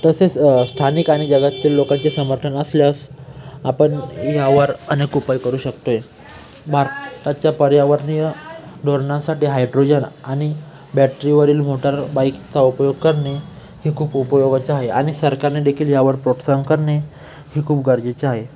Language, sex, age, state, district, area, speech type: Marathi, male, 18-30, Maharashtra, Nashik, urban, spontaneous